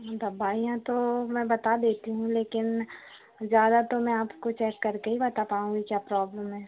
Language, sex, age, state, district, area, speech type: Hindi, female, 30-45, Madhya Pradesh, Hoshangabad, rural, conversation